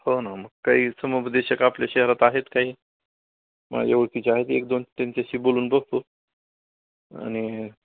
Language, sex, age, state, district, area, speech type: Marathi, male, 45-60, Maharashtra, Osmanabad, rural, conversation